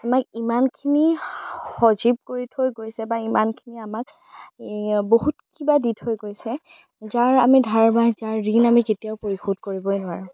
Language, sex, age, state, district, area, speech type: Assamese, female, 18-30, Assam, Darrang, rural, spontaneous